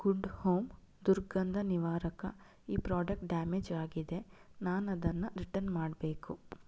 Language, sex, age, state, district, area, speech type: Kannada, female, 30-45, Karnataka, Chitradurga, urban, read